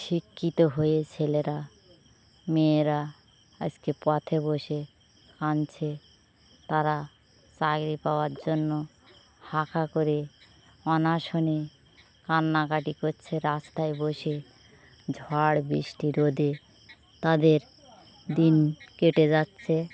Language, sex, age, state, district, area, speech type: Bengali, female, 45-60, West Bengal, Birbhum, urban, spontaneous